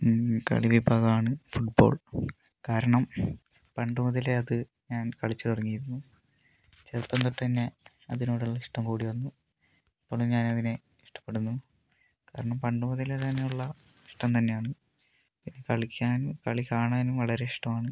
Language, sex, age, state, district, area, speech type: Malayalam, male, 30-45, Kerala, Wayanad, rural, spontaneous